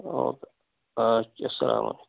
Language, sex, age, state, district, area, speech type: Kashmiri, male, 30-45, Jammu and Kashmir, Pulwama, rural, conversation